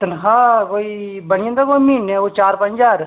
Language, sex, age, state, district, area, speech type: Dogri, male, 30-45, Jammu and Kashmir, Udhampur, rural, conversation